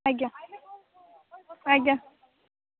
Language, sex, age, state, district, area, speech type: Odia, female, 18-30, Odisha, Sambalpur, rural, conversation